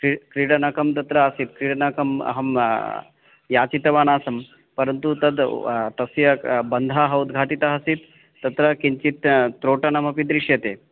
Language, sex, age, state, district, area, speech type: Sanskrit, male, 30-45, West Bengal, Murshidabad, urban, conversation